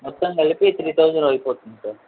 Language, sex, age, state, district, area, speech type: Telugu, male, 45-60, Andhra Pradesh, Chittoor, urban, conversation